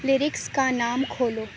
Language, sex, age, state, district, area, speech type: Urdu, female, 30-45, Uttar Pradesh, Aligarh, rural, read